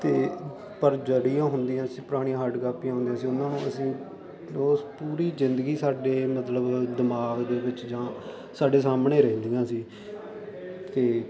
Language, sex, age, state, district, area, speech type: Punjabi, male, 18-30, Punjab, Faridkot, rural, spontaneous